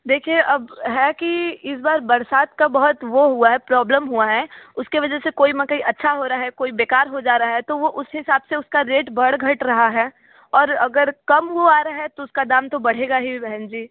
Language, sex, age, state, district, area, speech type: Hindi, female, 30-45, Uttar Pradesh, Sonbhadra, rural, conversation